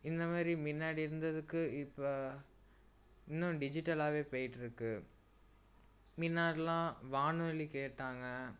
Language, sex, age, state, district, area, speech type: Tamil, male, 18-30, Tamil Nadu, Tiruchirappalli, rural, spontaneous